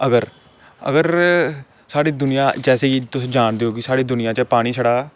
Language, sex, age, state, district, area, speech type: Dogri, male, 18-30, Jammu and Kashmir, Samba, urban, spontaneous